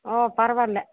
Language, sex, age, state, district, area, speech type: Tamil, female, 60+, Tamil Nadu, Erode, urban, conversation